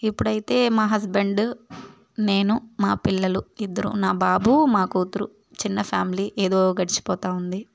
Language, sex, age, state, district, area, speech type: Telugu, female, 18-30, Andhra Pradesh, Sri Balaji, urban, spontaneous